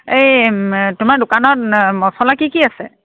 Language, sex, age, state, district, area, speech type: Assamese, female, 30-45, Assam, Sivasagar, rural, conversation